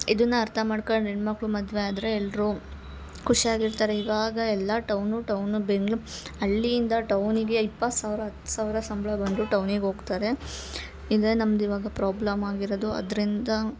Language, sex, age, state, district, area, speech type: Kannada, female, 30-45, Karnataka, Hassan, urban, spontaneous